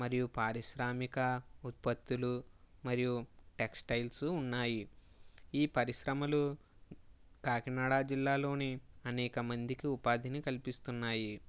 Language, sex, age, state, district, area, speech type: Telugu, male, 30-45, Andhra Pradesh, Kakinada, rural, spontaneous